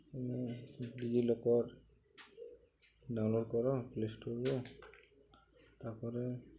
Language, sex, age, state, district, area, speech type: Odia, male, 18-30, Odisha, Nuapada, urban, spontaneous